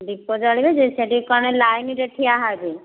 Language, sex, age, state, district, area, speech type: Odia, female, 60+, Odisha, Dhenkanal, rural, conversation